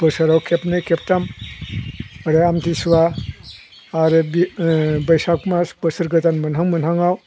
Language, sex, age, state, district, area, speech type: Bodo, male, 60+, Assam, Chirang, rural, spontaneous